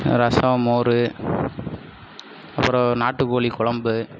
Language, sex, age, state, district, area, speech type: Tamil, male, 18-30, Tamil Nadu, Sivaganga, rural, spontaneous